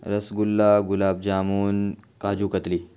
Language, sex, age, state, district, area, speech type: Urdu, male, 30-45, Bihar, Khagaria, rural, spontaneous